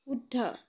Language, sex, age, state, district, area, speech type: Assamese, female, 18-30, Assam, Biswanath, rural, read